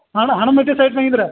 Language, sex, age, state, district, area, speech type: Kannada, male, 45-60, Karnataka, Belgaum, rural, conversation